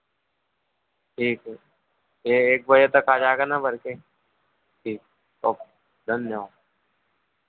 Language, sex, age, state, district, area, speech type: Hindi, male, 30-45, Madhya Pradesh, Harda, urban, conversation